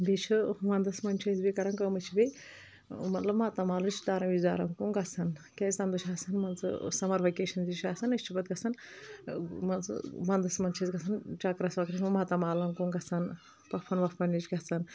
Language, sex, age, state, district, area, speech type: Kashmiri, female, 30-45, Jammu and Kashmir, Anantnag, rural, spontaneous